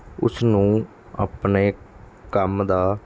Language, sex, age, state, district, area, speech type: Punjabi, male, 30-45, Punjab, Mansa, urban, spontaneous